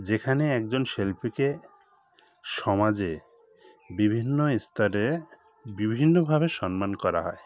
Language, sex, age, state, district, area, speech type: Bengali, male, 45-60, West Bengal, Hooghly, urban, spontaneous